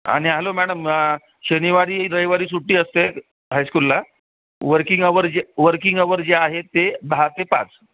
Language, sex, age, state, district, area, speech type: Marathi, male, 45-60, Maharashtra, Jalna, urban, conversation